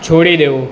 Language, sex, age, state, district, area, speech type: Gujarati, male, 18-30, Gujarat, Valsad, rural, read